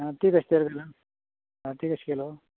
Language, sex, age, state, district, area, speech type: Goan Konkani, male, 45-60, Goa, Canacona, rural, conversation